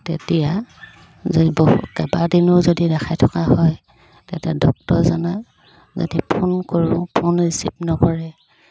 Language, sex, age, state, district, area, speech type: Assamese, female, 30-45, Assam, Dibrugarh, rural, spontaneous